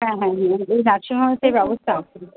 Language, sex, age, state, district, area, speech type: Bengali, female, 45-60, West Bengal, Malda, rural, conversation